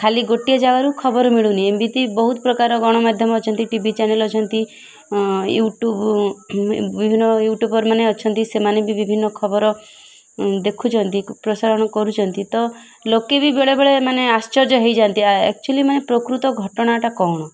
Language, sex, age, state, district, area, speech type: Odia, female, 30-45, Odisha, Malkangiri, urban, spontaneous